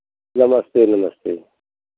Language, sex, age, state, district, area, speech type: Hindi, male, 45-60, Uttar Pradesh, Pratapgarh, rural, conversation